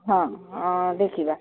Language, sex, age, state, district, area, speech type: Odia, female, 60+, Odisha, Gajapati, rural, conversation